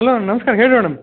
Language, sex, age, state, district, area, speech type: Kannada, male, 18-30, Karnataka, Belgaum, rural, conversation